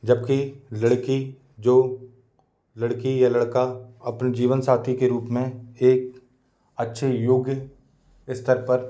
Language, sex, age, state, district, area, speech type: Hindi, male, 30-45, Madhya Pradesh, Gwalior, rural, spontaneous